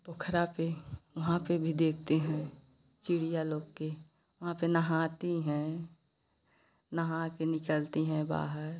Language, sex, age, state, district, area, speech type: Hindi, female, 45-60, Uttar Pradesh, Pratapgarh, rural, spontaneous